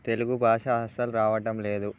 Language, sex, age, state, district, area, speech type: Telugu, male, 18-30, Telangana, Bhadradri Kothagudem, rural, spontaneous